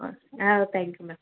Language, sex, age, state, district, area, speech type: Tamil, female, 18-30, Tamil Nadu, Madurai, urban, conversation